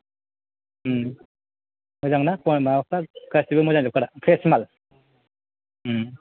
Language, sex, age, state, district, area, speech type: Bodo, male, 30-45, Assam, Kokrajhar, rural, conversation